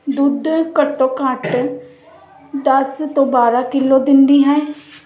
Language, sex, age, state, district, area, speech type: Punjabi, female, 30-45, Punjab, Jalandhar, urban, spontaneous